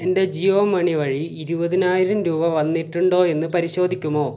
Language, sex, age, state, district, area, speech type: Malayalam, male, 18-30, Kerala, Kasaragod, rural, read